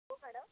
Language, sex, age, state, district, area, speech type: Marathi, female, 30-45, Maharashtra, Amravati, urban, conversation